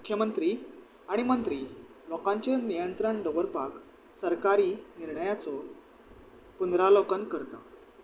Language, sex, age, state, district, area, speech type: Goan Konkani, male, 18-30, Goa, Salcete, urban, spontaneous